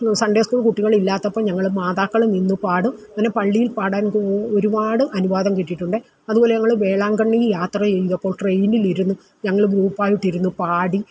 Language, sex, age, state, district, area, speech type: Malayalam, female, 60+, Kerala, Alappuzha, rural, spontaneous